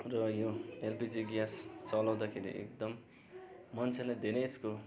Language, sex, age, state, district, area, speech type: Nepali, male, 18-30, West Bengal, Darjeeling, rural, spontaneous